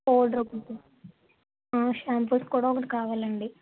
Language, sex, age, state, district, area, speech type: Telugu, female, 18-30, Andhra Pradesh, Kakinada, rural, conversation